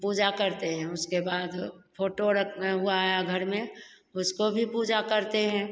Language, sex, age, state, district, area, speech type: Hindi, female, 60+, Bihar, Begusarai, rural, spontaneous